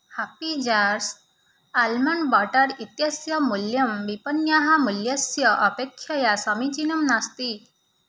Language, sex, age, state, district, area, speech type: Sanskrit, female, 18-30, Odisha, Nayagarh, rural, read